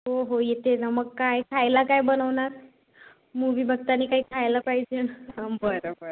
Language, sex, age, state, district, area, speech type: Marathi, male, 18-30, Maharashtra, Nagpur, urban, conversation